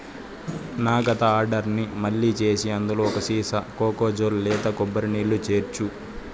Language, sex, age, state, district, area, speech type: Telugu, female, 18-30, Andhra Pradesh, Chittoor, urban, read